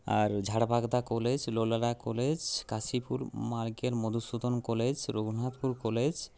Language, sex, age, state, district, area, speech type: Bengali, male, 30-45, West Bengal, Purulia, rural, spontaneous